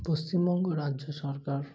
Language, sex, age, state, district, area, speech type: Bengali, male, 18-30, West Bengal, Murshidabad, urban, spontaneous